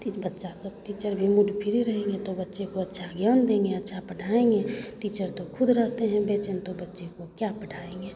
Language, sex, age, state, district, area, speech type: Hindi, female, 30-45, Bihar, Begusarai, rural, spontaneous